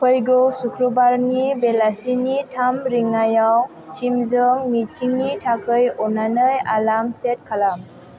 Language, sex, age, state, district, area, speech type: Bodo, female, 18-30, Assam, Chirang, rural, read